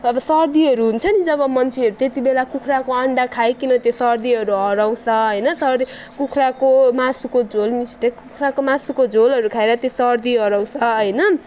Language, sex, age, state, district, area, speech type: Nepali, female, 30-45, West Bengal, Alipurduar, urban, spontaneous